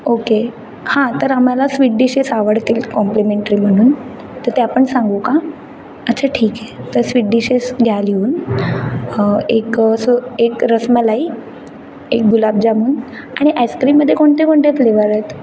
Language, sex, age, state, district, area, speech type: Marathi, female, 18-30, Maharashtra, Mumbai City, urban, spontaneous